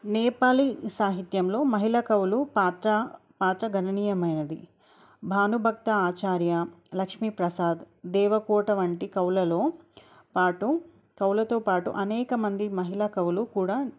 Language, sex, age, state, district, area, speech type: Telugu, female, 18-30, Telangana, Hanamkonda, urban, spontaneous